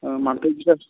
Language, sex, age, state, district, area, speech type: Kannada, male, 30-45, Karnataka, Belgaum, rural, conversation